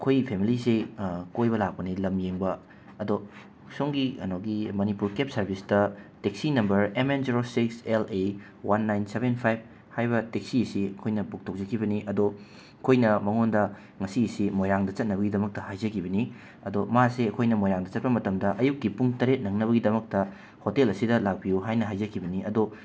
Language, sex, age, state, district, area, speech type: Manipuri, male, 30-45, Manipur, Imphal West, urban, spontaneous